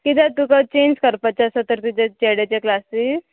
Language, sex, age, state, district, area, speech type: Goan Konkani, female, 18-30, Goa, Murmgao, rural, conversation